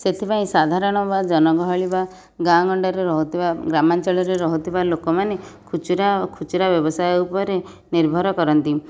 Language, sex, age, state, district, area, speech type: Odia, female, 30-45, Odisha, Nayagarh, rural, spontaneous